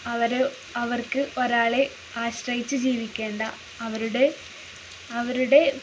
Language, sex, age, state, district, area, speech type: Malayalam, female, 30-45, Kerala, Kozhikode, rural, spontaneous